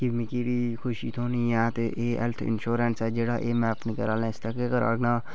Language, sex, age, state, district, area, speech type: Dogri, male, 18-30, Jammu and Kashmir, Udhampur, rural, spontaneous